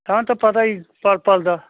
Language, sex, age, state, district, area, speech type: Punjabi, male, 60+, Punjab, Muktsar, urban, conversation